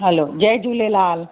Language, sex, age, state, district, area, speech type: Sindhi, female, 45-60, Gujarat, Surat, urban, conversation